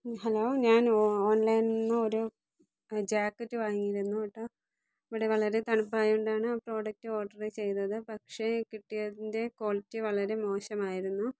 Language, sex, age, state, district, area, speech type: Malayalam, female, 30-45, Kerala, Thiruvananthapuram, rural, spontaneous